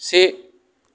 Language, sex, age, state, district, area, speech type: Bodo, male, 45-60, Assam, Kokrajhar, urban, read